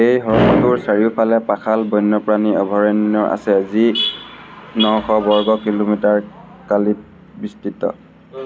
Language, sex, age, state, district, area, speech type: Assamese, male, 18-30, Assam, Sivasagar, rural, read